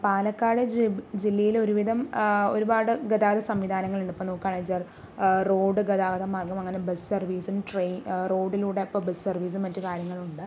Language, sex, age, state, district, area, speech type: Malayalam, female, 30-45, Kerala, Palakkad, rural, spontaneous